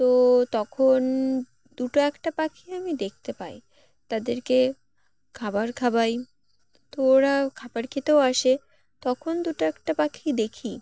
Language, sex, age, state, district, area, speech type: Bengali, female, 18-30, West Bengal, Uttar Dinajpur, urban, spontaneous